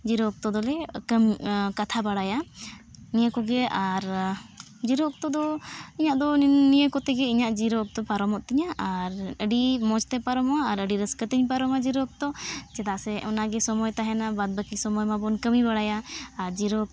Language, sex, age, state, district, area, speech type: Santali, female, 18-30, Jharkhand, East Singhbhum, rural, spontaneous